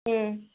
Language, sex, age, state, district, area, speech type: Odia, female, 18-30, Odisha, Kendujhar, urban, conversation